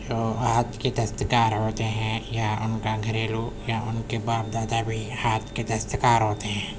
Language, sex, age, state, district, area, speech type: Urdu, male, 18-30, Delhi, Central Delhi, urban, spontaneous